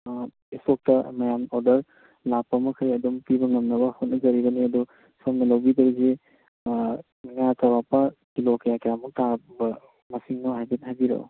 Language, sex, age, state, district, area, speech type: Manipuri, male, 30-45, Manipur, Kakching, rural, conversation